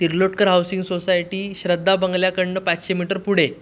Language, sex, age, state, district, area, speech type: Marathi, male, 18-30, Maharashtra, Sindhudurg, rural, spontaneous